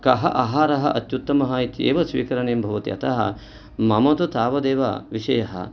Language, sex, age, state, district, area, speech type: Sanskrit, male, 45-60, Karnataka, Uttara Kannada, urban, spontaneous